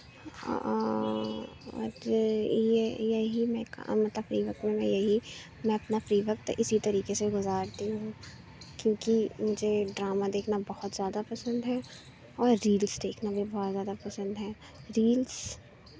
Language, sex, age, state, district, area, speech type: Urdu, female, 30-45, Uttar Pradesh, Aligarh, urban, spontaneous